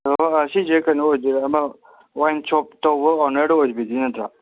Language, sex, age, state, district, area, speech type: Manipuri, male, 30-45, Manipur, Kangpokpi, urban, conversation